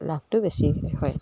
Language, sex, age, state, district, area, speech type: Assamese, female, 60+, Assam, Dibrugarh, rural, spontaneous